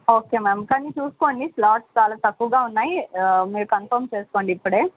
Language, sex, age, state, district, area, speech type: Telugu, female, 18-30, Telangana, Mahbubnagar, urban, conversation